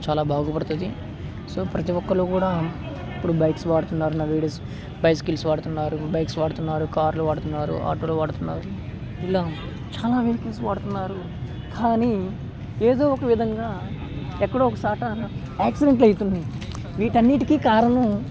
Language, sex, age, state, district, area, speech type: Telugu, male, 18-30, Telangana, Khammam, urban, spontaneous